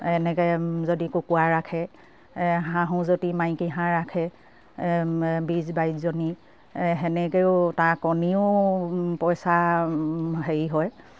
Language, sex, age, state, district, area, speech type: Assamese, female, 60+, Assam, Dibrugarh, rural, spontaneous